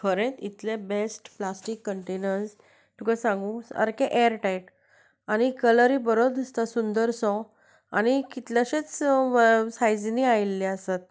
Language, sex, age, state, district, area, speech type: Goan Konkani, female, 30-45, Goa, Canacona, urban, spontaneous